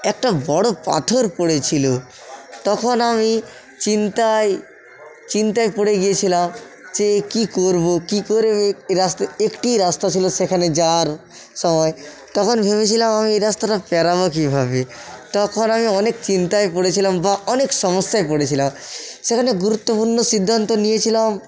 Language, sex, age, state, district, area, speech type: Bengali, male, 45-60, West Bengal, South 24 Parganas, rural, spontaneous